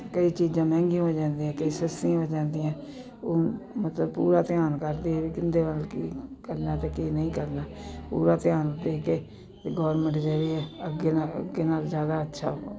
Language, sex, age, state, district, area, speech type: Punjabi, female, 60+, Punjab, Jalandhar, urban, spontaneous